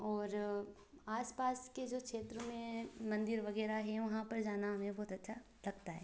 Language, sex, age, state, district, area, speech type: Hindi, female, 18-30, Madhya Pradesh, Ujjain, urban, spontaneous